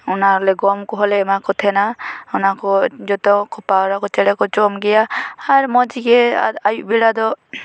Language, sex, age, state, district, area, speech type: Santali, female, 18-30, West Bengal, Purba Bardhaman, rural, spontaneous